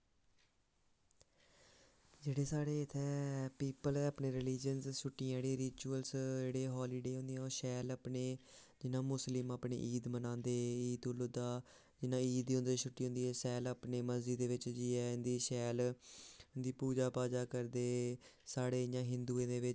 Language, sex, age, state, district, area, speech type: Dogri, male, 18-30, Jammu and Kashmir, Samba, urban, spontaneous